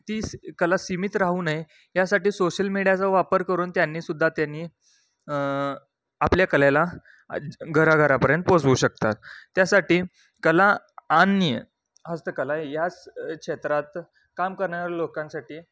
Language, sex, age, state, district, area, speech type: Marathi, male, 18-30, Maharashtra, Satara, rural, spontaneous